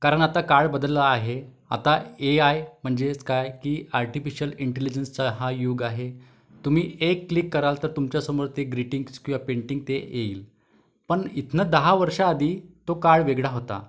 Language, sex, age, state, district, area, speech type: Marathi, male, 30-45, Maharashtra, Wardha, urban, spontaneous